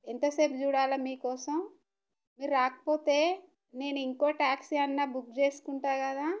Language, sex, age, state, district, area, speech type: Telugu, female, 30-45, Telangana, Warangal, rural, spontaneous